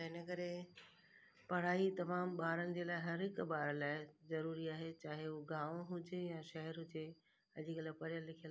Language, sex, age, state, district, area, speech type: Sindhi, female, 45-60, Gujarat, Kutch, urban, spontaneous